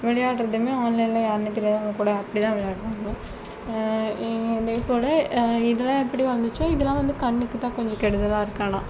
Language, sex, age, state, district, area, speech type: Tamil, female, 30-45, Tamil Nadu, Tiruvarur, rural, spontaneous